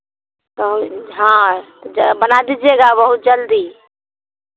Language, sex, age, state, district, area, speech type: Hindi, female, 60+, Bihar, Vaishali, rural, conversation